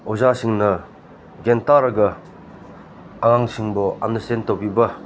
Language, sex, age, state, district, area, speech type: Manipuri, male, 30-45, Manipur, Senapati, rural, spontaneous